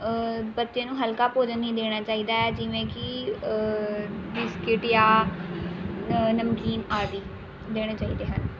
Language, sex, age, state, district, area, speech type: Punjabi, female, 18-30, Punjab, Rupnagar, rural, spontaneous